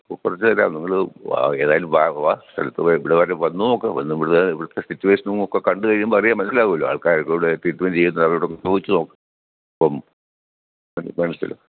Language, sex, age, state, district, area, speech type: Malayalam, male, 60+, Kerala, Pathanamthitta, rural, conversation